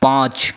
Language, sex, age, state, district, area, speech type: Hindi, male, 30-45, Bihar, Begusarai, rural, read